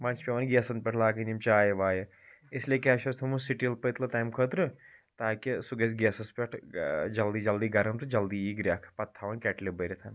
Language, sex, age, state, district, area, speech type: Kashmiri, male, 30-45, Jammu and Kashmir, Srinagar, urban, spontaneous